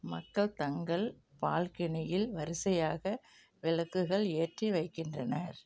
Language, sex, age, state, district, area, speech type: Tamil, female, 45-60, Tamil Nadu, Nagapattinam, rural, read